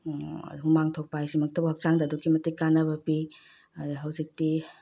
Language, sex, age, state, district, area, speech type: Manipuri, female, 30-45, Manipur, Bishnupur, rural, spontaneous